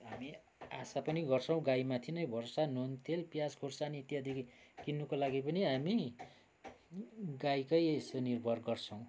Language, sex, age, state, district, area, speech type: Nepali, male, 45-60, West Bengal, Kalimpong, rural, spontaneous